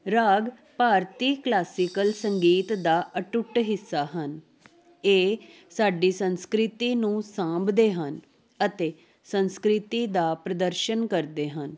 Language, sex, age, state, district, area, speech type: Punjabi, female, 30-45, Punjab, Jalandhar, urban, spontaneous